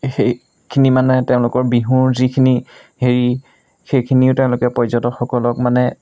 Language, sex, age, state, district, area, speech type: Assamese, male, 30-45, Assam, Majuli, urban, spontaneous